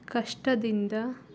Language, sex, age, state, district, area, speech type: Kannada, female, 60+, Karnataka, Chikkaballapur, rural, spontaneous